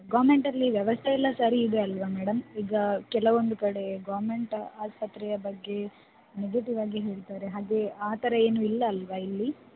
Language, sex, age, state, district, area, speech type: Kannada, female, 18-30, Karnataka, Shimoga, rural, conversation